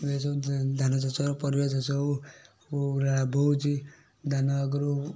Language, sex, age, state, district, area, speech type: Odia, male, 30-45, Odisha, Kendujhar, urban, spontaneous